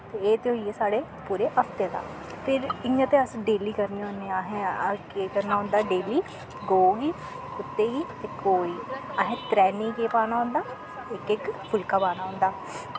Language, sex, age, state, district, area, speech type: Dogri, female, 18-30, Jammu and Kashmir, Samba, urban, spontaneous